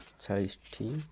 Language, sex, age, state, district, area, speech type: Odia, male, 30-45, Odisha, Nabarangpur, urban, spontaneous